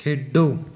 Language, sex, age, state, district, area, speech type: Punjabi, male, 30-45, Punjab, Mohali, rural, read